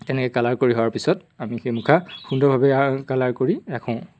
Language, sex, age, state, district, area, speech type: Assamese, male, 18-30, Assam, Majuli, urban, spontaneous